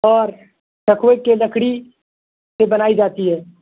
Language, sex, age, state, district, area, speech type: Urdu, male, 18-30, Bihar, Purnia, rural, conversation